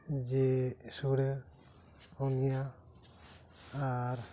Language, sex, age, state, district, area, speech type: Santali, male, 60+, West Bengal, Dakshin Dinajpur, rural, spontaneous